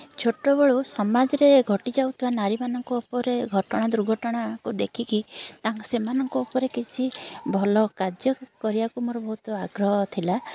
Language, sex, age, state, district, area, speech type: Odia, female, 30-45, Odisha, Kendrapara, urban, spontaneous